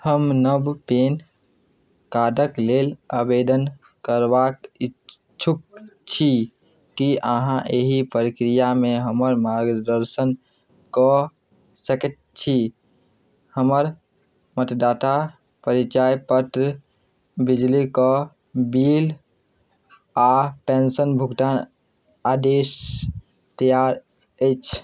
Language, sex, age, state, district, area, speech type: Maithili, male, 18-30, Bihar, Madhubani, rural, read